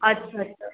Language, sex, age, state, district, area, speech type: Bengali, female, 30-45, West Bengal, Purba Bardhaman, urban, conversation